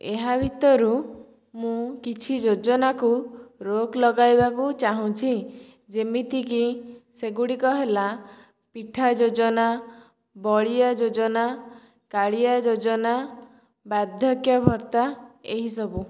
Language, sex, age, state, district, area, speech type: Odia, female, 18-30, Odisha, Dhenkanal, rural, spontaneous